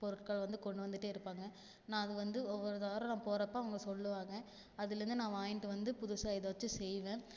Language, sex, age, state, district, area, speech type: Tamil, female, 18-30, Tamil Nadu, Tiruppur, rural, spontaneous